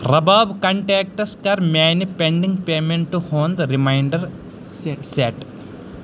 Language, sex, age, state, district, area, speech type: Kashmiri, male, 30-45, Jammu and Kashmir, Baramulla, urban, read